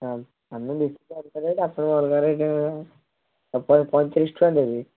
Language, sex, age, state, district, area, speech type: Odia, male, 18-30, Odisha, Kendujhar, urban, conversation